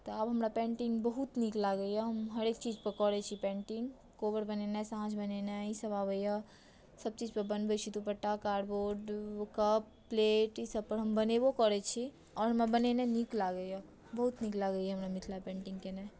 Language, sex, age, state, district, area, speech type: Maithili, female, 18-30, Bihar, Madhubani, rural, spontaneous